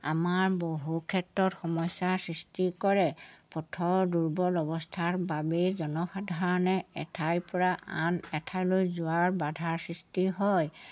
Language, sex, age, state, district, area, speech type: Assamese, female, 60+, Assam, Golaghat, rural, spontaneous